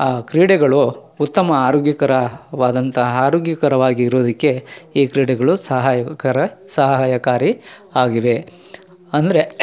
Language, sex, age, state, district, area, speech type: Kannada, male, 45-60, Karnataka, Chikkamagaluru, rural, spontaneous